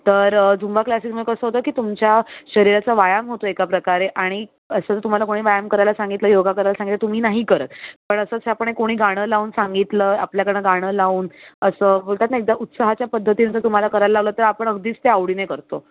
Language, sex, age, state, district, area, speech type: Marathi, female, 18-30, Maharashtra, Mumbai Suburban, urban, conversation